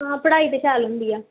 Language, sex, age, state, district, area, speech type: Dogri, female, 18-30, Jammu and Kashmir, Jammu, rural, conversation